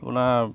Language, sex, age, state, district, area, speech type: Assamese, male, 18-30, Assam, Lakhimpur, rural, spontaneous